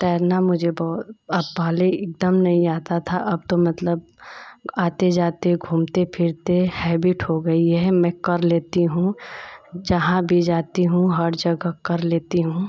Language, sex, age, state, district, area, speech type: Hindi, female, 30-45, Uttar Pradesh, Ghazipur, rural, spontaneous